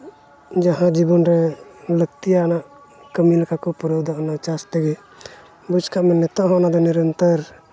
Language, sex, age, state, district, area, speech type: Santali, male, 30-45, Jharkhand, Pakur, rural, spontaneous